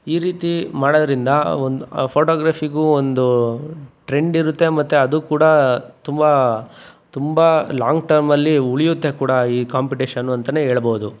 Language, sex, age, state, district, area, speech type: Kannada, male, 45-60, Karnataka, Chikkaballapur, urban, spontaneous